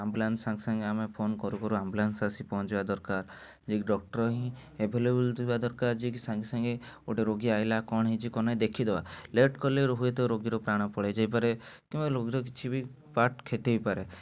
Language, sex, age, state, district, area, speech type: Odia, male, 30-45, Odisha, Cuttack, urban, spontaneous